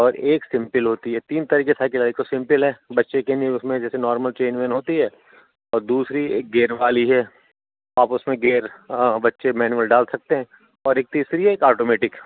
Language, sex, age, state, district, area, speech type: Urdu, male, 45-60, Uttar Pradesh, Rampur, urban, conversation